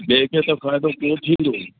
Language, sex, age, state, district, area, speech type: Sindhi, male, 60+, Delhi, South Delhi, urban, conversation